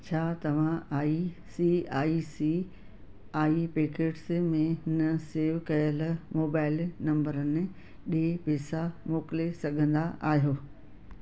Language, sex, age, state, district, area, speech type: Sindhi, female, 60+, Madhya Pradesh, Katni, urban, read